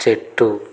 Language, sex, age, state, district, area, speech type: Telugu, male, 30-45, Andhra Pradesh, Konaseema, rural, read